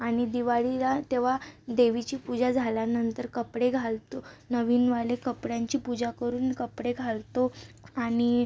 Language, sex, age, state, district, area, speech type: Marathi, female, 18-30, Maharashtra, Amravati, rural, spontaneous